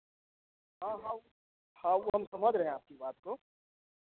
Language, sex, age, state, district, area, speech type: Hindi, male, 30-45, Bihar, Vaishali, rural, conversation